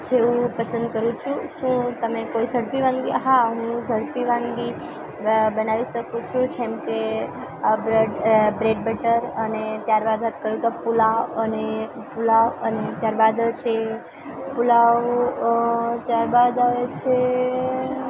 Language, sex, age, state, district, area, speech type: Gujarati, female, 18-30, Gujarat, Junagadh, rural, spontaneous